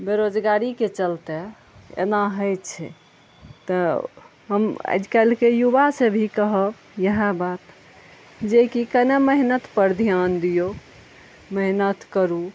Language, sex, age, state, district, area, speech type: Maithili, female, 45-60, Bihar, Araria, rural, spontaneous